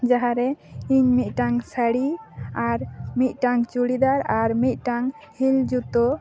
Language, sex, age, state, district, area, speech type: Santali, female, 18-30, West Bengal, Paschim Bardhaman, rural, spontaneous